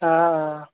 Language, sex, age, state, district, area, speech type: Kashmiri, male, 30-45, Jammu and Kashmir, Shopian, rural, conversation